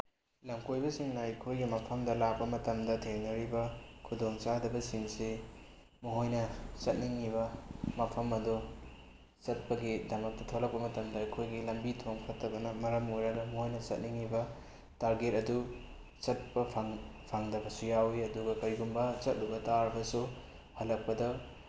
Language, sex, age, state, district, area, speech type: Manipuri, male, 18-30, Manipur, Bishnupur, rural, spontaneous